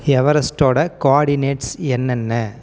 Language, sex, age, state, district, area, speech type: Tamil, male, 30-45, Tamil Nadu, Salem, rural, read